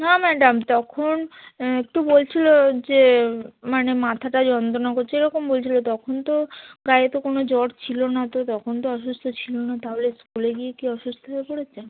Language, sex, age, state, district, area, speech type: Bengali, female, 30-45, West Bengal, South 24 Parganas, rural, conversation